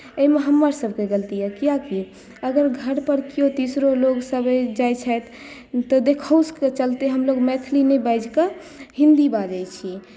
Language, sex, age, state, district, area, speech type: Maithili, female, 18-30, Bihar, Madhubani, rural, spontaneous